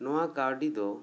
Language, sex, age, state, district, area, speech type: Santali, male, 30-45, West Bengal, Bankura, rural, spontaneous